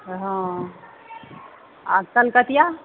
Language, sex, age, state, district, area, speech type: Maithili, female, 60+, Bihar, Supaul, rural, conversation